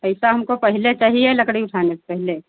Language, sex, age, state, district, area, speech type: Hindi, female, 60+, Uttar Pradesh, Lucknow, rural, conversation